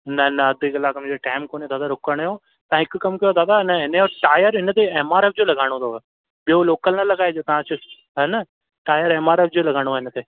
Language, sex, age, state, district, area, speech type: Sindhi, male, 18-30, Rajasthan, Ajmer, urban, conversation